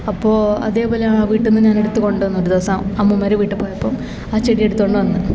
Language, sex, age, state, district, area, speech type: Malayalam, female, 18-30, Kerala, Kasaragod, rural, spontaneous